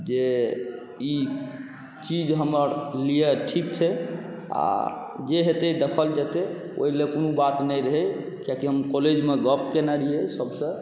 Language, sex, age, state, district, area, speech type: Maithili, male, 18-30, Bihar, Saharsa, rural, spontaneous